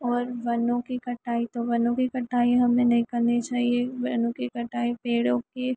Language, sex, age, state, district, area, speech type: Hindi, female, 18-30, Madhya Pradesh, Harda, urban, spontaneous